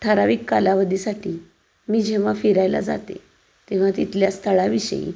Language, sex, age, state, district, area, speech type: Marathi, female, 45-60, Maharashtra, Satara, rural, spontaneous